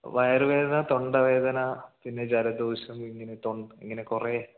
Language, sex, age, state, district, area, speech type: Malayalam, male, 18-30, Kerala, Kasaragod, rural, conversation